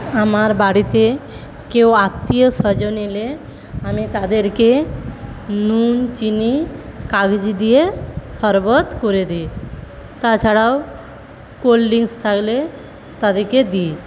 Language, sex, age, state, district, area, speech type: Bengali, female, 45-60, West Bengal, Paschim Medinipur, rural, spontaneous